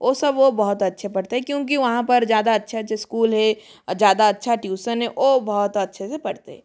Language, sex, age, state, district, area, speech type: Hindi, female, 30-45, Rajasthan, Jodhpur, rural, spontaneous